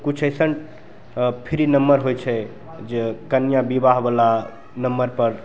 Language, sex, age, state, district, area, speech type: Maithili, male, 30-45, Bihar, Begusarai, urban, spontaneous